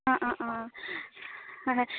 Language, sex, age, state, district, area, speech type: Assamese, female, 18-30, Assam, Kamrup Metropolitan, rural, conversation